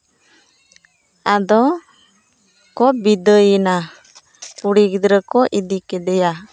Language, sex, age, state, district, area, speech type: Santali, female, 30-45, West Bengal, Jhargram, rural, spontaneous